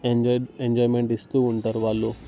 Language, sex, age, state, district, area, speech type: Telugu, male, 18-30, Telangana, Ranga Reddy, urban, spontaneous